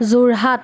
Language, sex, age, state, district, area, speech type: Assamese, female, 18-30, Assam, Nagaon, rural, spontaneous